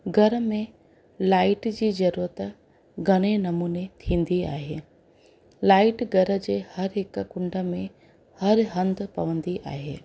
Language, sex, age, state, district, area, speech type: Sindhi, female, 45-60, Rajasthan, Ajmer, urban, spontaneous